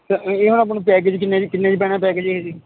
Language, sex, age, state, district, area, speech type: Punjabi, male, 45-60, Punjab, Barnala, rural, conversation